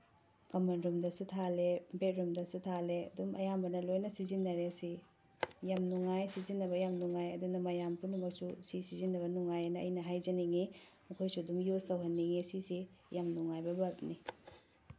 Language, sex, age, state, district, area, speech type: Manipuri, female, 45-60, Manipur, Tengnoupal, rural, spontaneous